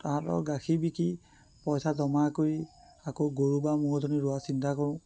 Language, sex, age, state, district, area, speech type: Assamese, male, 30-45, Assam, Jorhat, urban, spontaneous